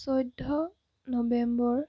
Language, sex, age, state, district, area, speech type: Assamese, female, 18-30, Assam, Jorhat, urban, spontaneous